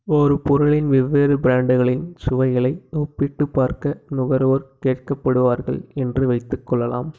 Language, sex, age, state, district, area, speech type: Tamil, male, 18-30, Tamil Nadu, Tiruppur, urban, read